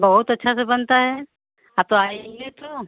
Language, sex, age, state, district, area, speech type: Hindi, female, 45-60, Uttar Pradesh, Ghazipur, rural, conversation